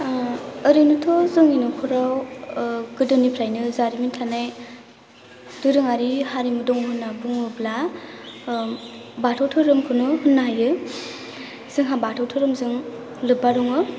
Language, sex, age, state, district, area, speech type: Bodo, female, 18-30, Assam, Baksa, rural, spontaneous